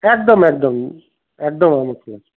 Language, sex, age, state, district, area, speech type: Bengali, male, 45-60, West Bengal, Paschim Bardhaman, urban, conversation